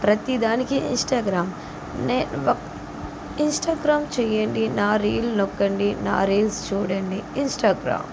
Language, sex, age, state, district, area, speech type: Telugu, female, 45-60, Andhra Pradesh, N T Rama Rao, urban, spontaneous